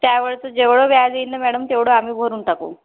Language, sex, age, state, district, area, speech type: Marathi, female, 30-45, Maharashtra, Wardha, rural, conversation